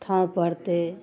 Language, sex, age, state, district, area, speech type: Maithili, female, 30-45, Bihar, Darbhanga, rural, spontaneous